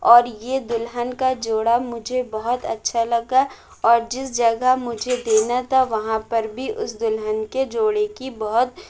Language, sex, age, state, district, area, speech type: Urdu, female, 45-60, Uttar Pradesh, Lucknow, rural, spontaneous